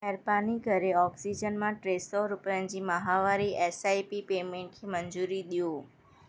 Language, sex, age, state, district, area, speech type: Sindhi, female, 18-30, Gujarat, Surat, urban, read